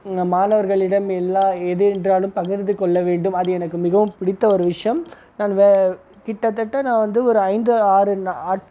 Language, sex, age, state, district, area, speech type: Tamil, male, 30-45, Tamil Nadu, Krishnagiri, rural, spontaneous